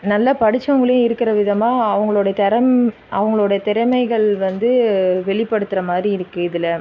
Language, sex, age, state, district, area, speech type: Tamil, female, 30-45, Tamil Nadu, Viluppuram, urban, spontaneous